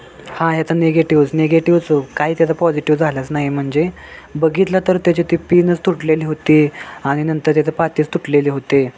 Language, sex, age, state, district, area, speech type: Marathi, male, 18-30, Maharashtra, Sangli, urban, spontaneous